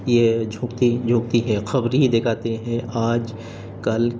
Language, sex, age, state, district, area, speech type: Urdu, male, 30-45, Delhi, North East Delhi, urban, spontaneous